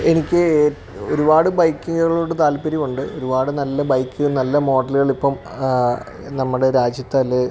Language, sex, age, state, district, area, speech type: Malayalam, male, 18-30, Kerala, Alappuzha, rural, spontaneous